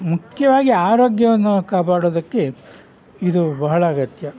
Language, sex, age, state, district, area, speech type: Kannada, male, 60+, Karnataka, Udupi, rural, spontaneous